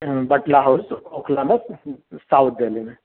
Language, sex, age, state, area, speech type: Urdu, male, 30-45, Jharkhand, urban, conversation